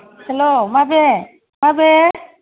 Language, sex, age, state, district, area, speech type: Bodo, female, 45-60, Assam, Kokrajhar, rural, conversation